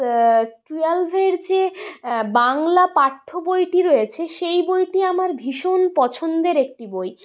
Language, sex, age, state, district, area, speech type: Bengali, female, 30-45, West Bengal, Purulia, urban, spontaneous